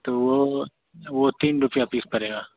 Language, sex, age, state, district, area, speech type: Hindi, male, 18-30, Bihar, Begusarai, rural, conversation